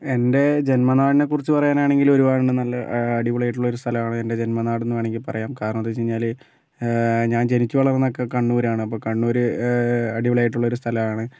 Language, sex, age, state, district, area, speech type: Malayalam, male, 30-45, Kerala, Kozhikode, urban, spontaneous